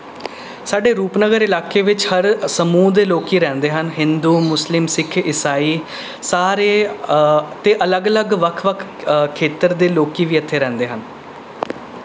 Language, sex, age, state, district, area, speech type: Punjabi, male, 18-30, Punjab, Rupnagar, urban, spontaneous